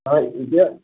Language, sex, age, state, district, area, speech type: Assamese, male, 30-45, Assam, Nagaon, rural, conversation